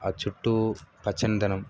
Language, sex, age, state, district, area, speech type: Telugu, male, 30-45, Telangana, Sangareddy, urban, spontaneous